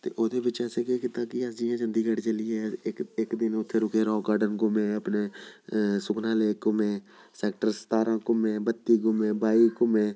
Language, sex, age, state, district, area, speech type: Dogri, male, 30-45, Jammu and Kashmir, Jammu, urban, spontaneous